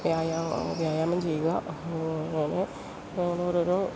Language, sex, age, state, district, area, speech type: Malayalam, female, 60+, Kerala, Idukki, rural, spontaneous